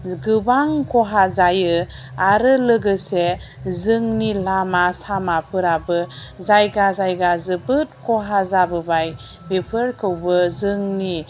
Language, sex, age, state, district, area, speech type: Bodo, female, 45-60, Assam, Chirang, rural, spontaneous